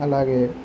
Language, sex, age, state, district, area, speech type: Telugu, male, 18-30, Andhra Pradesh, Kurnool, rural, spontaneous